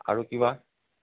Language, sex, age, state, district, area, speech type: Assamese, male, 60+, Assam, Tinsukia, rural, conversation